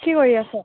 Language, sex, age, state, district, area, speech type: Assamese, female, 18-30, Assam, Golaghat, urban, conversation